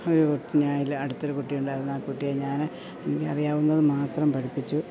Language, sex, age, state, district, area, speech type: Malayalam, female, 60+, Kerala, Idukki, rural, spontaneous